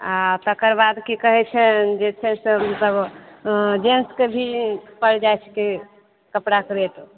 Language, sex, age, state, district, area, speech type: Maithili, female, 30-45, Bihar, Begusarai, rural, conversation